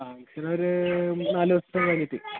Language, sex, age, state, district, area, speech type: Malayalam, male, 18-30, Kerala, Kasaragod, rural, conversation